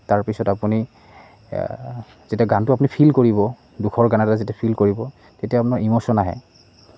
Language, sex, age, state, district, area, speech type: Assamese, male, 18-30, Assam, Goalpara, rural, spontaneous